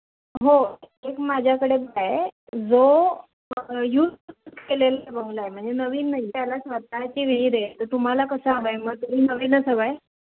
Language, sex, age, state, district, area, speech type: Marathi, female, 30-45, Maharashtra, Palghar, urban, conversation